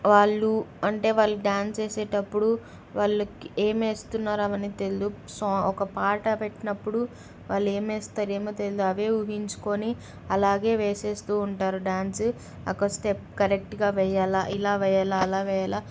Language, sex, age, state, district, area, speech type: Telugu, female, 18-30, Andhra Pradesh, Kadapa, urban, spontaneous